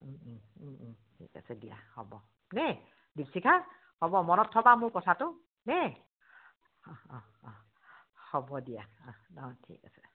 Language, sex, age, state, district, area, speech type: Assamese, female, 45-60, Assam, Dibrugarh, rural, conversation